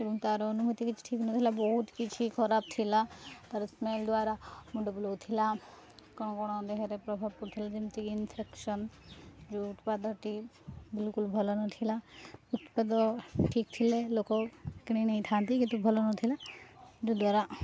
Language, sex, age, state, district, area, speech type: Odia, female, 30-45, Odisha, Koraput, urban, spontaneous